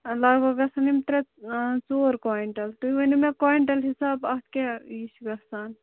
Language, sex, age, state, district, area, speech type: Kashmiri, female, 18-30, Jammu and Kashmir, Ganderbal, rural, conversation